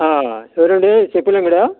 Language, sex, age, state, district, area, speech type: Telugu, male, 60+, Andhra Pradesh, Sri Balaji, urban, conversation